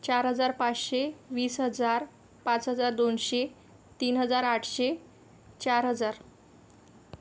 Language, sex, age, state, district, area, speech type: Marathi, female, 18-30, Maharashtra, Wardha, rural, spontaneous